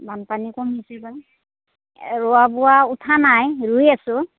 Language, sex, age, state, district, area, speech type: Assamese, female, 45-60, Assam, Darrang, rural, conversation